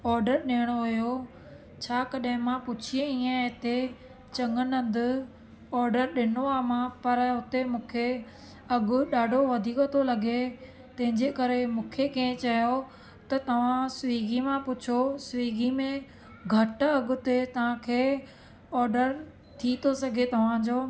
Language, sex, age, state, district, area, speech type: Sindhi, female, 30-45, Gujarat, Surat, urban, spontaneous